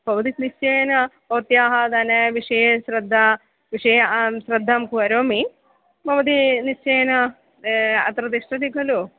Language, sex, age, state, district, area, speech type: Sanskrit, female, 45-60, Kerala, Kollam, rural, conversation